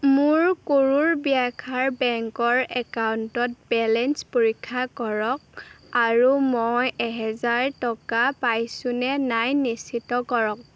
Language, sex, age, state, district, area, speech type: Assamese, female, 18-30, Assam, Golaghat, urban, read